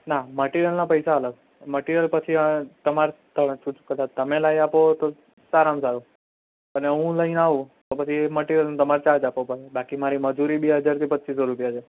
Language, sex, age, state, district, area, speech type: Gujarati, male, 18-30, Gujarat, Anand, urban, conversation